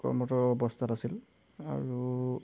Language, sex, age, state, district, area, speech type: Assamese, male, 18-30, Assam, Golaghat, rural, spontaneous